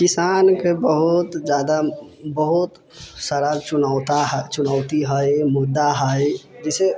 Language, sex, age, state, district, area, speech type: Maithili, male, 18-30, Bihar, Sitamarhi, rural, spontaneous